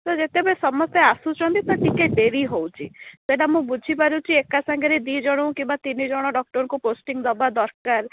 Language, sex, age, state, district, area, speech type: Odia, female, 18-30, Odisha, Jagatsinghpur, rural, conversation